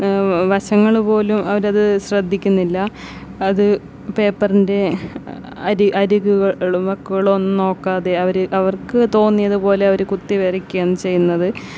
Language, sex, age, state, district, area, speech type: Malayalam, female, 30-45, Kerala, Kasaragod, rural, spontaneous